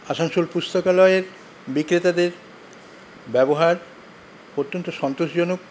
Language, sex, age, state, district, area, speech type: Bengali, male, 45-60, West Bengal, Paschim Bardhaman, rural, spontaneous